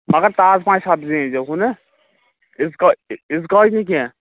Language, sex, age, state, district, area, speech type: Kashmiri, male, 18-30, Jammu and Kashmir, Kulgam, rural, conversation